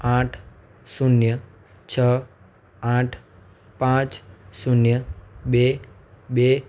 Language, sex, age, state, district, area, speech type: Gujarati, male, 18-30, Gujarat, Anand, urban, read